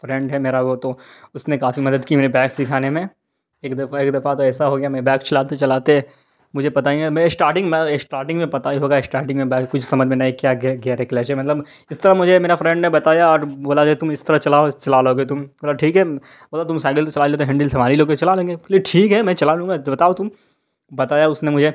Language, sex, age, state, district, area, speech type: Urdu, male, 30-45, Bihar, Darbhanga, rural, spontaneous